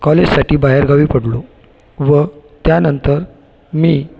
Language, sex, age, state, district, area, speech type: Marathi, male, 30-45, Maharashtra, Buldhana, urban, spontaneous